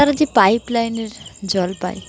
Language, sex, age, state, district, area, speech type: Bengali, female, 30-45, West Bengal, Dakshin Dinajpur, urban, spontaneous